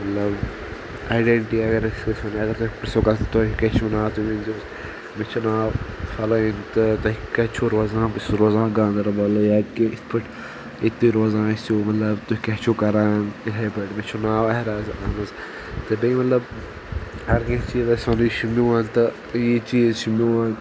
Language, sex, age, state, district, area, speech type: Kashmiri, male, 18-30, Jammu and Kashmir, Ganderbal, rural, spontaneous